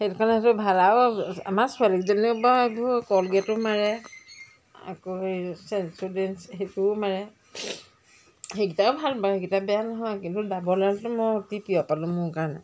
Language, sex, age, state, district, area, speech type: Assamese, female, 45-60, Assam, Jorhat, urban, spontaneous